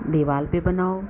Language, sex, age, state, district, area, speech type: Hindi, female, 45-60, Uttar Pradesh, Lucknow, rural, spontaneous